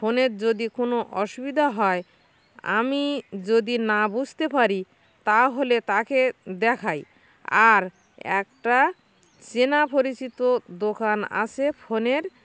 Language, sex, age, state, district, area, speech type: Bengali, female, 60+, West Bengal, North 24 Parganas, rural, spontaneous